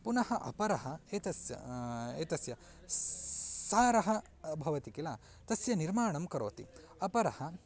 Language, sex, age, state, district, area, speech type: Sanskrit, male, 18-30, Karnataka, Uttara Kannada, rural, spontaneous